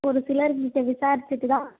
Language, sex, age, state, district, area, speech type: Tamil, female, 18-30, Tamil Nadu, Tiruvannamalai, urban, conversation